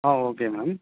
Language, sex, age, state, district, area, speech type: Tamil, male, 30-45, Tamil Nadu, Chennai, urban, conversation